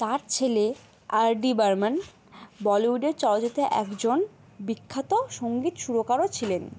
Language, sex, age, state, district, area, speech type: Bengali, female, 18-30, West Bengal, Alipurduar, rural, spontaneous